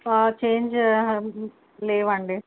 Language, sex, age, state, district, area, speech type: Telugu, female, 18-30, Telangana, Hanamkonda, urban, conversation